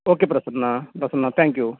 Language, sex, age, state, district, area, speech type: Telugu, male, 30-45, Andhra Pradesh, Nellore, rural, conversation